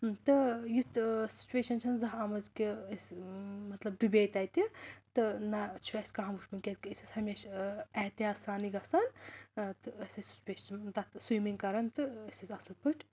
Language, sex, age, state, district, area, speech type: Kashmiri, female, 18-30, Jammu and Kashmir, Anantnag, rural, spontaneous